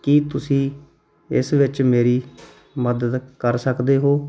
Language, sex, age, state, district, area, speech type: Punjabi, male, 30-45, Punjab, Muktsar, urban, read